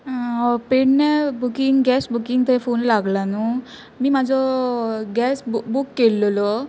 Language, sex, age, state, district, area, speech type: Goan Konkani, female, 18-30, Goa, Pernem, rural, spontaneous